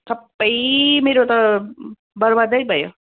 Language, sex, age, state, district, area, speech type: Nepali, female, 30-45, West Bengal, Kalimpong, rural, conversation